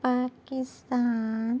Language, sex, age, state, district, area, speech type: Urdu, female, 30-45, Delhi, Central Delhi, urban, spontaneous